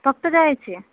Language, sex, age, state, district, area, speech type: Marathi, female, 45-60, Maharashtra, Nagpur, urban, conversation